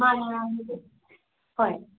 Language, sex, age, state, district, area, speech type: Manipuri, female, 18-30, Manipur, Kangpokpi, urban, conversation